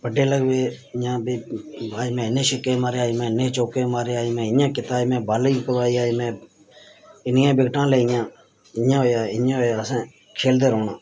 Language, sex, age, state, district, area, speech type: Dogri, male, 30-45, Jammu and Kashmir, Samba, rural, spontaneous